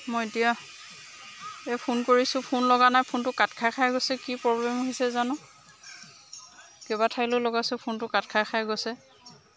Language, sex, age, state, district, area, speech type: Assamese, female, 30-45, Assam, Lakhimpur, urban, spontaneous